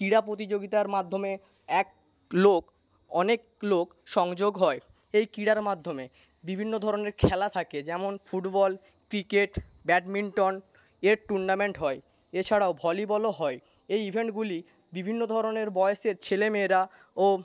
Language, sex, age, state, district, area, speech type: Bengali, male, 18-30, West Bengal, Paschim Medinipur, rural, spontaneous